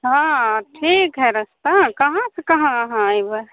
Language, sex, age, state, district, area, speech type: Maithili, female, 30-45, Bihar, Samastipur, urban, conversation